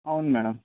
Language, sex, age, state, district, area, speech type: Telugu, male, 18-30, Telangana, Hyderabad, urban, conversation